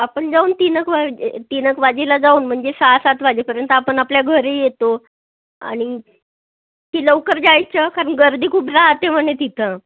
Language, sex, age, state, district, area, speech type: Marathi, female, 30-45, Maharashtra, Nagpur, urban, conversation